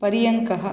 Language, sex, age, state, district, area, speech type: Sanskrit, female, 30-45, Karnataka, Udupi, urban, read